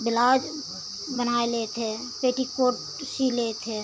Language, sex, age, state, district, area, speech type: Hindi, female, 60+, Uttar Pradesh, Pratapgarh, rural, spontaneous